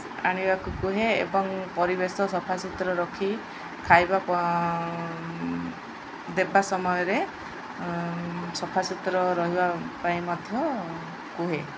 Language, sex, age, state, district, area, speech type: Odia, female, 45-60, Odisha, Koraput, urban, spontaneous